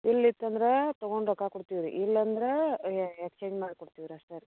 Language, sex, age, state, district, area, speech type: Kannada, female, 60+, Karnataka, Belgaum, rural, conversation